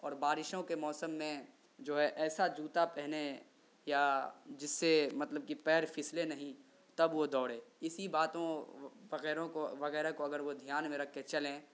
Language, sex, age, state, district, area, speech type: Urdu, male, 18-30, Bihar, Saharsa, rural, spontaneous